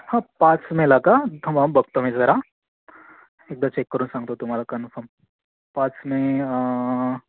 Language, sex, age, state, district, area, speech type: Marathi, male, 18-30, Maharashtra, Raigad, rural, conversation